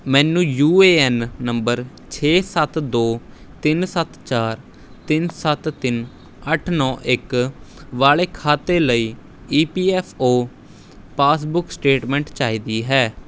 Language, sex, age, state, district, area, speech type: Punjabi, male, 18-30, Punjab, Rupnagar, urban, read